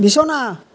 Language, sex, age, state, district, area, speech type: Assamese, male, 45-60, Assam, Nalbari, rural, read